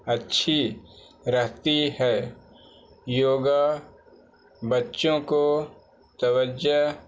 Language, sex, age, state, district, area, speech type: Urdu, male, 45-60, Bihar, Gaya, rural, spontaneous